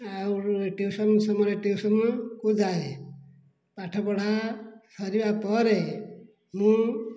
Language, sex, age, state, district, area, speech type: Odia, male, 60+, Odisha, Dhenkanal, rural, spontaneous